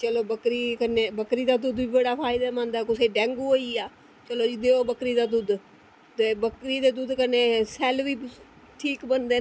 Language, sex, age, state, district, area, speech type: Dogri, female, 45-60, Jammu and Kashmir, Jammu, urban, spontaneous